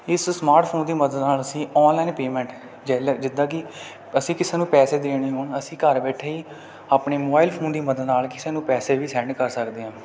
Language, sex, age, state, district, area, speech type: Punjabi, male, 18-30, Punjab, Kapurthala, rural, spontaneous